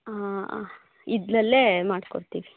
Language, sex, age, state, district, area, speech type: Kannada, female, 30-45, Karnataka, Shimoga, rural, conversation